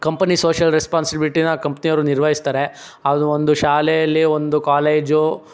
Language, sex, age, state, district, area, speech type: Kannada, male, 18-30, Karnataka, Chikkaballapur, urban, spontaneous